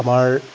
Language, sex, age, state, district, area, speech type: Assamese, male, 45-60, Assam, Dibrugarh, rural, spontaneous